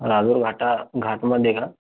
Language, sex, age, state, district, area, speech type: Marathi, male, 18-30, Maharashtra, Buldhana, rural, conversation